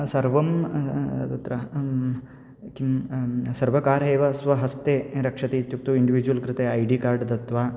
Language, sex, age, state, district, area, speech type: Sanskrit, male, 18-30, Karnataka, Bangalore Urban, urban, spontaneous